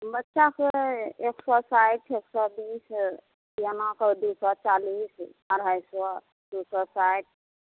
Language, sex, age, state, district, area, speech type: Maithili, female, 45-60, Bihar, Begusarai, rural, conversation